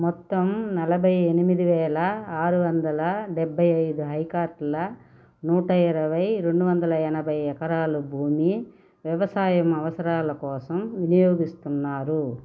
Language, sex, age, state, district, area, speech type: Telugu, female, 60+, Andhra Pradesh, Sri Balaji, urban, read